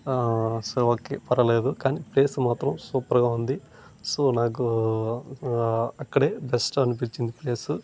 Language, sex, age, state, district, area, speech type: Telugu, male, 30-45, Andhra Pradesh, Sri Balaji, urban, spontaneous